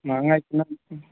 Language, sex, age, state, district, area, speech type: Hindi, male, 18-30, Uttar Pradesh, Mau, rural, conversation